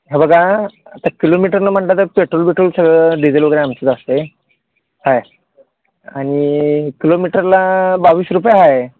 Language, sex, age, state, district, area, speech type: Marathi, male, 30-45, Maharashtra, Sangli, urban, conversation